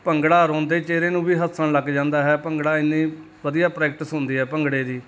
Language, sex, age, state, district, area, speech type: Punjabi, male, 30-45, Punjab, Mansa, urban, spontaneous